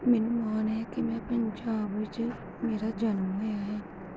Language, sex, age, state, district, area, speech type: Punjabi, female, 30-45, Punjab, Gurdaspur, urban, spontaneous